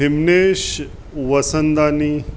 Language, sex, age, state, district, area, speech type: Sindhi, male, 45-60, Maharashtra, Mumbai Suburban, urban, spontaneous